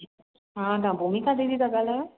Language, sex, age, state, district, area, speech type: Sindhi, female, 30-45, Gujarat, Junagadh, urban, conversation